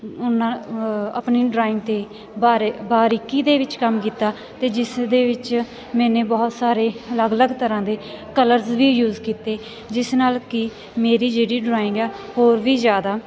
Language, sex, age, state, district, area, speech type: Punjabi, female, 18-30, Punjab, Sangrur, rural, spontaneous